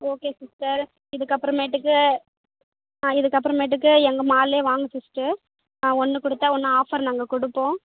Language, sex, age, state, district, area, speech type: Tamil, female, 18-30, Tamil Nadu, Kallakurichi, rural, conversation